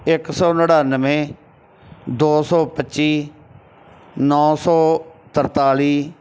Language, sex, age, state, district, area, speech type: Punjabi, male, 45-60, Punjab, Bathinda, rural, spontaneous